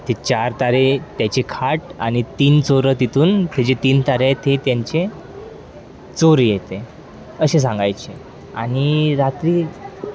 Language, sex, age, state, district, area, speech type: Marathi, male, 18-30, Maharashtra, Wardha, urban, spontaneous